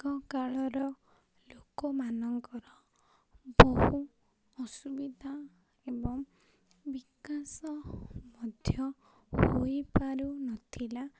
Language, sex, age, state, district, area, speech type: Odia, female, 18-30, Odisha, Ganjam, urban, spontaneous